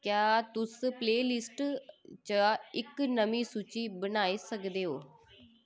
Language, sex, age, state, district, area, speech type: Dogri, female, 18-30, Jammu and Kashmir, Udhampur, rural, read